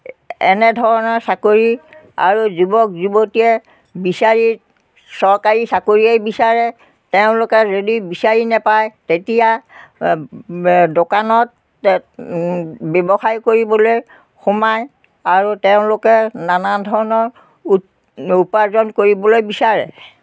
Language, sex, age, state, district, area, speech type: Assamese, female, 60+, Assam, Biswanath, rural, spontaneous